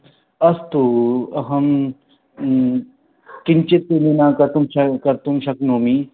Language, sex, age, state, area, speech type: Sanskrit, male, 18-30, Haryana, rural, conversation